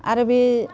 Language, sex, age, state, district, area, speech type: Bodo, female, 60+, Assam, Udalguri, rural, spontaneous